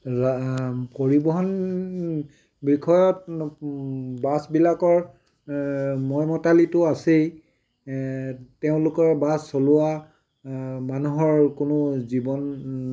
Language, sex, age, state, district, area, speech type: Assamese, male, 60+, Assam, Tinsukia, urban, spontaneous